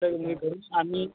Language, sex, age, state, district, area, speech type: Marathi, male, 18-30, Maharashtra, Yavatmal, rural, conversation